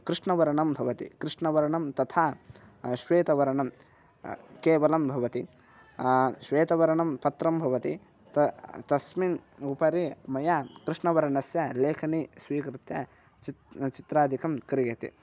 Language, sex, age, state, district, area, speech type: Sanskrit, male, 18-30, Karnataka, Bagalkot, rural, spontaneous